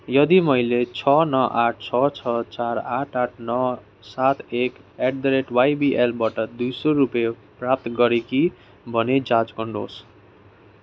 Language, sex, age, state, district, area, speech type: Nepali, male, 18-30, West Bengal, Darjeeling, rural, read